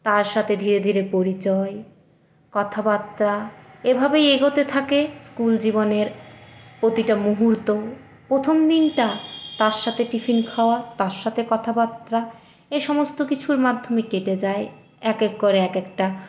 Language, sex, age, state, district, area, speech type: Bengali, female, 18-30, West Bengal, Purulia, urban, spontaneous